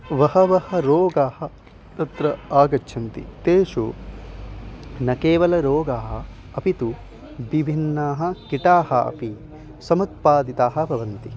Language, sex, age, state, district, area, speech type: Sanskrit, male, 18-30, Odisha, Khordha, urban, spontaneous